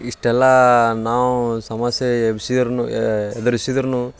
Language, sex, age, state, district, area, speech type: Kannada, male, 18-30, Karnataka, Dharwad, rural, spontaneous